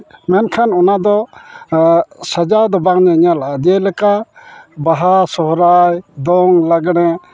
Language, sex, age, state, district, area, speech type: Santali, male, 60+, West Bengal, Malda, rural, spontaneous